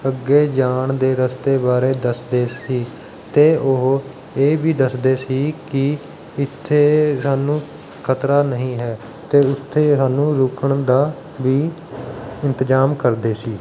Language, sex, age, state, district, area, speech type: Punjabi, male, 30-45, Punjab, Mohali, rural, spontaneous